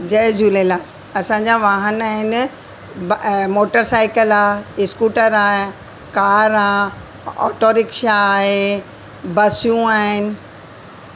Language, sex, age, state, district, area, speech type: Sindhi, female, 45-60, Delhi, South Delhi, urban, spontaneous